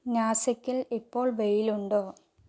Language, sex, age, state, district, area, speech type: Malayalam, female, 18-30, Kerala, Palakkad, urban, read